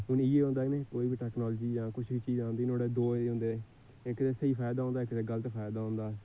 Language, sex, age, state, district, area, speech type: Dogri, male, 18-30, Jammu and Kashmir, Reasi, rural, spontaneous